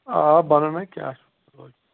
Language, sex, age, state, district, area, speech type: Kashmiri, male, 60+, Jammu and Kashmir, Srinagar, rural, conversation